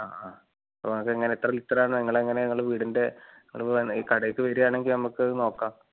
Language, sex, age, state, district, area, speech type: Malayalam, male, 18-30, Kerala, Malappuram, rural, conversation